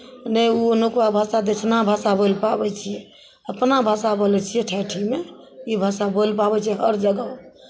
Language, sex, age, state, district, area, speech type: Maithili, female, 60+, Bihar, Madhepura, rural, spontaneous